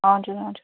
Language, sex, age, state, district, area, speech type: Nepali, female, 18-30, West Bengal, Darjeeling, rural, conversation